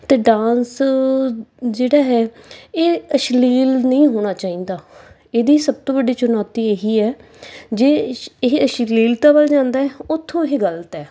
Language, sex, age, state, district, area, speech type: Punjabi, female, 30-45, Punjab, Mansa, urban, spontaneous